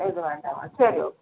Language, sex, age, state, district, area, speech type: Tamil, female, 30-45, Tamil Nadu, Tiruvallur, rural, conversation